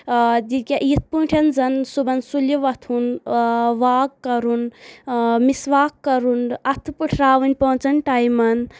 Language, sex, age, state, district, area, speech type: Kashmiri, female, 18-30, Jammu and Kashmir, Anantnag, rural, spontaneous